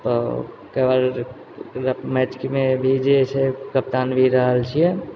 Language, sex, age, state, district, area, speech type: Maithili, female, 30-45, Bihar, Purnia, rural, spontaneous